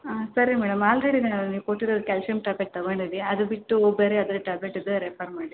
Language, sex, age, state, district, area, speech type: Kannada, female, 18-30, Karnataka, Kolar, rural, conversation